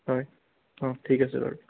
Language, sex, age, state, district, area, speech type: Assamese, male, 18-30, Assam, Sonitpur, rural, conversation